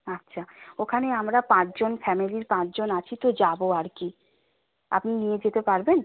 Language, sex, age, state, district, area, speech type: Bengali, female, 30-45, West Bengal, Nadia, rural, conversation